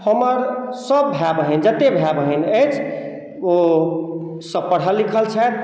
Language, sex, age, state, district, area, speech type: Maithili, male, 60+, Bihar, Madhubani, urban, spontaneous